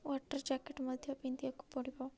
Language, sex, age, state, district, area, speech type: Odia, female, 18-30, Odisha, Nabarangpur, urban, spontaneous